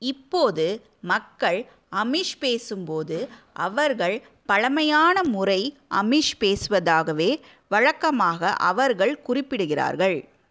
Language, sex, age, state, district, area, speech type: Tamil, female, 30-45, Tamil Nadu, Madurai, urban, read